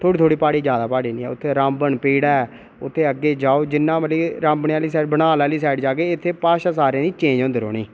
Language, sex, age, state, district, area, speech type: Dogri, male, 18-30, Jammu and Kashmir, Reasi, rural, spontaneous